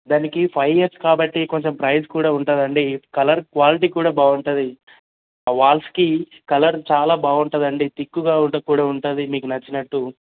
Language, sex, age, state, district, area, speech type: Telugu, male, 18-30, Telangana, Medak, rural, conversation